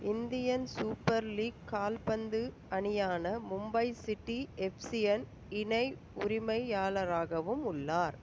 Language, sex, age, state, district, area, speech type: Tamil, female, 18-30, Tamil Nadu, Pudukkottai, rural, read